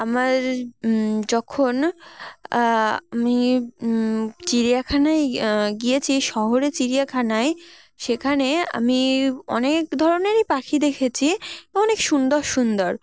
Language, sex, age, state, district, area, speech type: Bengali, female, 18-30, West Bengal, Uttar Dinajpur, urban, spontaneous